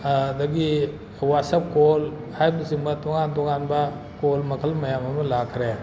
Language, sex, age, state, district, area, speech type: Manipuri, male, 60+, Manipur, Thoubal, rural, spontaneous